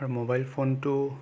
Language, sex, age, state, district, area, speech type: Assamese, male, 30-45, Assam, Sonitpur, rural, spontaneous